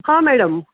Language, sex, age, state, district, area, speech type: Marathi, female, 60+, Maharashtra, Pune, urban, conversation